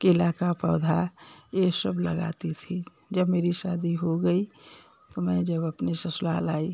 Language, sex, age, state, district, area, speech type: Hindi, female, 60+, Uttar Pradesh, Ghazipur, urban, spontaneous